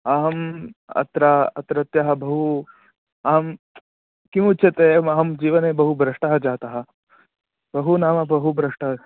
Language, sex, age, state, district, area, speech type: Sanskrit, male, 18-30, Karnataka, Shimoga, rural, conversation